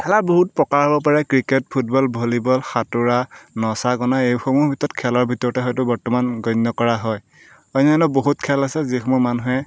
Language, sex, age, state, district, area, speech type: Assamese, male, 18-30, Assam, Golaghat, urban, spontaneous